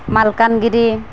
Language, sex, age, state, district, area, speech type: Odia, female, 45-60, Odisha, Malkangiri, urban, spontaneous